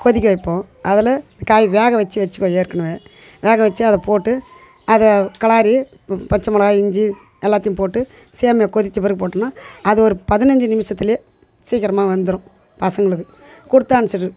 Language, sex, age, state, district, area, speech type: Tamil, female, 60+, Tamil Nadu, Tiruvannamalai, rural, spontaneous